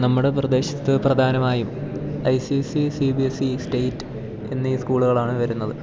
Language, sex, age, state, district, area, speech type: Malayalam, male, 18-30, Kerala, Idukki, rural, spontaneous